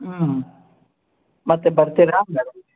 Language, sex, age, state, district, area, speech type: Kannada, female, 60+, Karnataka, Koppal, rural, conversation